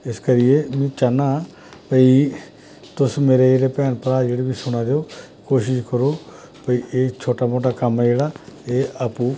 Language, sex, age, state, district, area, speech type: Dogri, male, 45-60, Jammu and Kashmir, Samba, rural, spontaneous